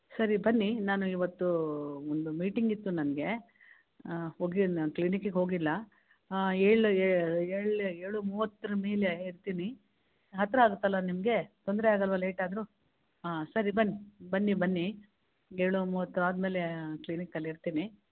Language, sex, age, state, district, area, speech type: Kannada, female, 60+, Karnataka, Bangalore Rural, rural, conversation